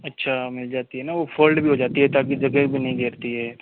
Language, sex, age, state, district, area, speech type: Hindi, male, 18-30, Rajasthan, Nagaur, rural, conversation